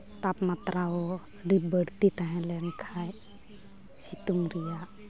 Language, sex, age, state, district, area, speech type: Santali, female, 18-30, West Bengal, Malda, rural, spontaneous